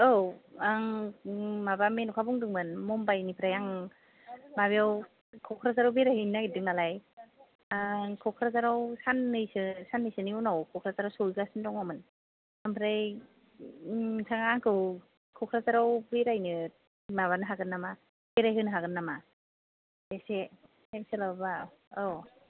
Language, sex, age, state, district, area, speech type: Bodo, female, 30-45, Assam, Kokrajhar, rural, conversation